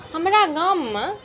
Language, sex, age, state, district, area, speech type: Maithili, female, 18-30, Bihar, Saharsa, rural, spontaneous